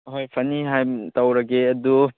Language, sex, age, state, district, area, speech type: Manipuri, male, 18-30, Manipur, Chandel, rural, conversation